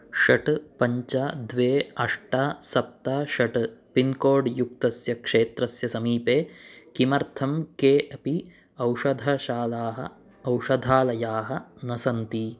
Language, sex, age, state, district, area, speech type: Sanskrit, male, 18-30, Karnataka, Chikkamagaluru, urban, read